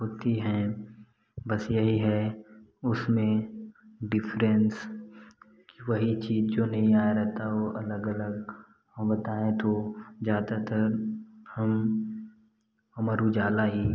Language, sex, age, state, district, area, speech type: Hindi, male, 18-30, Uttar Pradesh, Prayagraj, rural, spontaneous